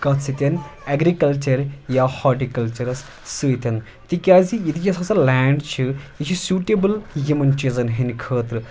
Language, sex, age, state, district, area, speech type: Kashmiri, male, 30-45, Jammu and Kashmir, Anantnag, rural, spontaneous